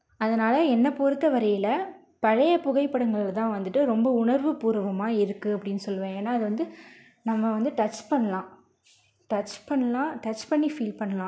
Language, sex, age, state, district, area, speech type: Tamil, female, 30-45, Tamil Nadu, Ariyalur, rural, spontaneous